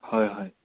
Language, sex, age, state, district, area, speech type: Assamese, male, 18-30, Assam, Sonitpur, rural, conversation